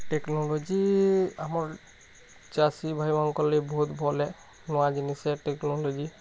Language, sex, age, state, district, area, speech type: Odia, male, 18-30, Odisha, Bargarh, urban, spontaneous